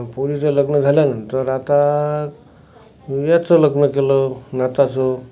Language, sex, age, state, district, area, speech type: Marathi, male, 45-60, Maharashtra, Amravati, rural, spontaneous